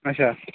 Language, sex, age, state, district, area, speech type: Kashmiri, male, 18-30, Jammu and Kashmir, Shopian, urban, conversation